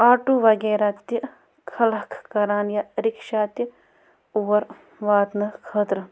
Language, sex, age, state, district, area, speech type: Kashmiri, female, 30-45, Jammu and Kashmir, Bandipora, rural, spontaneous